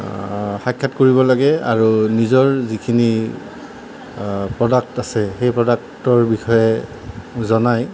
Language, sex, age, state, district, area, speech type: Assamese, male, 30-45, Assam, Nalbari, rural, spontaneous